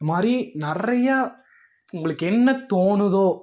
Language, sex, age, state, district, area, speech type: Tamil, male, 18-30, Tamil Nadu, Coimbatore, rural, spontaneous